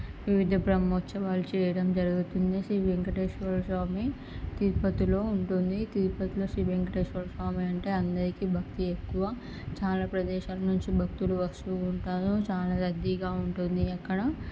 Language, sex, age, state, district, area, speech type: Telugu, female, 18-30, Andhra Pradesh, Srikakulam, urban, spontaneous